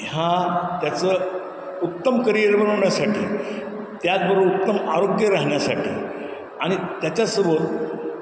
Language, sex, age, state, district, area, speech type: Marathi, male, 60+, Maharashtra, Ahmednagar, urban, spontaneous